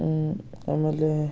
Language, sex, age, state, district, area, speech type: Kannada, male, 18-30, Karnataka, Kolar, rural, spontaneous